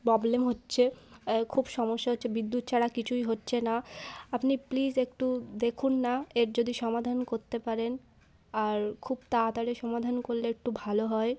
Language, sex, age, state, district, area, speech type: Bengali, female, 18-30, West Bengal, Darjeeling, urban, spontaneous